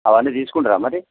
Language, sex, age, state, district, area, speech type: Telugu, male, 45-60, Telangana, Peddapalli, rural, conversation